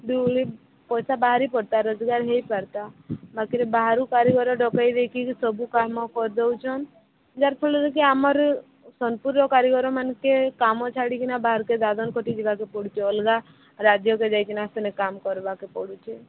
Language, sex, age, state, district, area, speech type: Odia, female, 30-45, Odisha, Subarnapur, urban, conversation